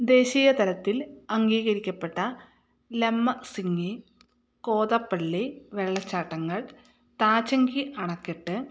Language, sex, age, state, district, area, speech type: Malayalam, female, 30-45, Kerala, Wayanad, rural, read